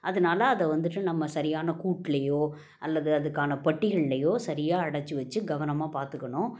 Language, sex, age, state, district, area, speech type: Tamil, female, 60+, Tamil Nadu, Salem, rural, spontaneous